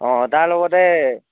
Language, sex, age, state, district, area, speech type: Assamese, male, 18-30, Assam, Dhemaji, urban, conversation